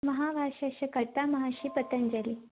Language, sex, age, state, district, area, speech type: Sanskrit, female, 18-30, West Bengal, Jalpaiguri, urban, conversation